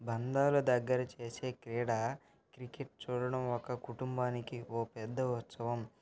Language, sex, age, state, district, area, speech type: Telugu, male, 18-30, Andhra Pradesh, Nellore, rural, spontaneous